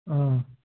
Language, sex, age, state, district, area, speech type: Kashmiri, male, 18-30, Jammu and Kashmir, Pulwama, urban, conversation